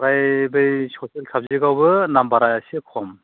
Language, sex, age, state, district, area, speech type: Bodo, male, 30-45, Assam, Chirang, rural, conversation